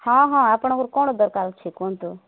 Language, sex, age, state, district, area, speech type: Odia, female, 45-60, Odisha, Malkangiri, urban, conversation